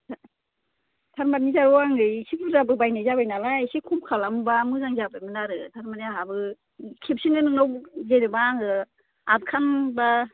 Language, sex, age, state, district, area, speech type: Bodo, female, 45-60, Assam, Kokrajhar, urban, conversation